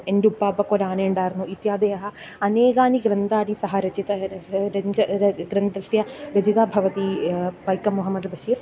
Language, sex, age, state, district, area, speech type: Sanskrit, female, 18-30, Kerala, Kannur, urban, spontaneous